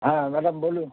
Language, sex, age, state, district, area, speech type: Bengali, male, 45-60, West Bengal, Darjeeling, rural, conversation